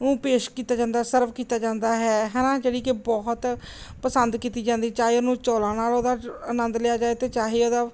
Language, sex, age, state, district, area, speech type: Punjabi, female, 30-45, Punjab, Gurdaspur, rural, spontaneous